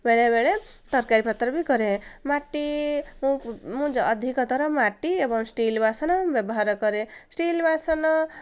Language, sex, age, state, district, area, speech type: Odia, female, 18-30, Odisha, Ganjam, urban, spontaneous